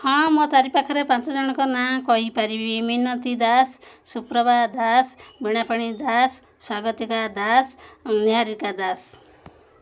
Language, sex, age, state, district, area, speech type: Odia, female, 45-60, Odisha, Koraput, urban, spontaneous